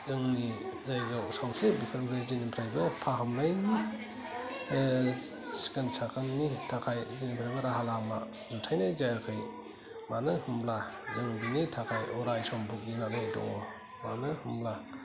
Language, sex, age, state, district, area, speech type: Bodo, male, 45-60, Assam, Kokrajhar, rural, spontaneous